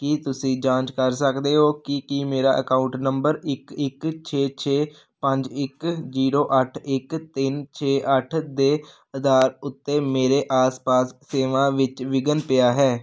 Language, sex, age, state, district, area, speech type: Punjabi, male, 18-30, Punjab, Hoshiarpur, rural, read